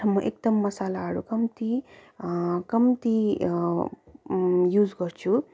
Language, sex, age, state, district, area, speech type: Nepali, female, 18-30, West Bengal, Darjeeling, rural, spontaneous